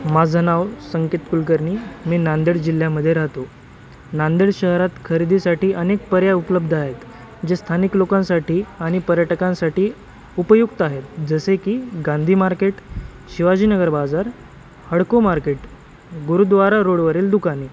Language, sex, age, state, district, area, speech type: Marathi, male, 18-30, Maharashtra, Nanded, rural, spontaneous